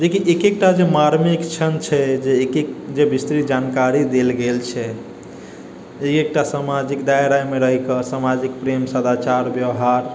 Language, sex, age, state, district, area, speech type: Maithili, male, 18-30, Bihar, Sitamarhi, urban, spontaneous